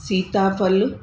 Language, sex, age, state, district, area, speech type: Sindhi, female, 45-60, Uttar Pradesh, Lucknow, urban, spontaneous